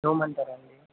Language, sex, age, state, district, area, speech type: Telugu, male, 18-30, Andhra Pradesh, N T Rama Rao, urban, conversation